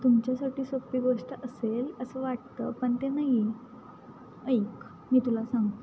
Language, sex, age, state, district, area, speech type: Marathi, female, 18-30, Maharashtra, Satara, rural, spontaneous